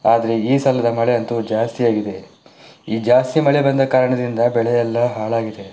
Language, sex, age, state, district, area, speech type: Kannada, male, 18-30, Karnataka, Shimoga, rural, spontaneous